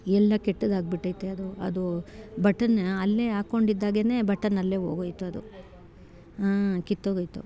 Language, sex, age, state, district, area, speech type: Kannada, female, 30-45, Karnataka, Bangalore Rural, rural, spontaneous